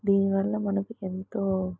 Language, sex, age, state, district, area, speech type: Telugu, female, 18-30, Telangana, Mahabubabad, rural, spontaneous